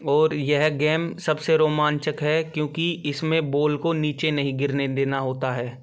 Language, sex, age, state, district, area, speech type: Hindi, male, 18-30, Madhya Pradesh, Gwalior, rural, spontaneous